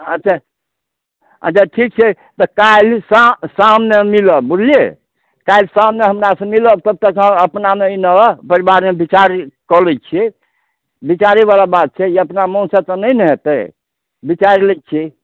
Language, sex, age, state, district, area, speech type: Maithili, male, 60+, Bihar, Samastipur, urban, conversation